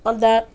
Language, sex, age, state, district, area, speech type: Nepali, female, 45-60, West Bengal, Jalpaiguri, rural, spontaneous